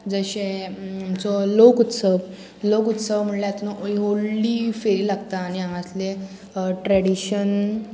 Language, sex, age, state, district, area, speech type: Goan Konkani, female, 18-30, Goa, Murmgao, urban, spontaneous